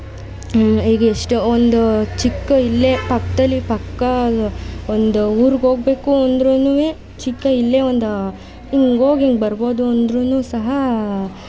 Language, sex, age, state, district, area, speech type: Kannada, female, 18-30, Karnataka, Mandya, rural, spontaneous